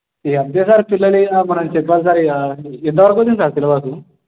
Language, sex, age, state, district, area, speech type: Telugu, male, 18-30, Andhra Pradesh, Nellore, urban, conversation